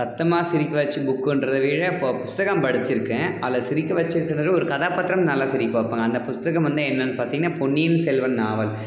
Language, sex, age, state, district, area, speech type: Tamil, male, 18-30, Tamil Nadu, Dharmapuri, rural, spontaneous